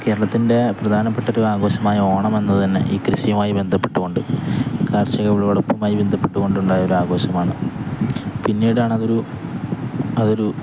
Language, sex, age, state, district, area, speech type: Malayalam, male, 18-30, Kerala, Kozhikode, rural, spontaneous